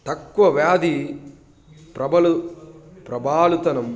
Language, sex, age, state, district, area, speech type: Telugu, male, 18-30, Telangana, Hanamkonda, urban, spontaneous